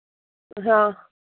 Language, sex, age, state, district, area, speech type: Hindi, female, 18-30, Rajasthan, Nagaur, rural, conversation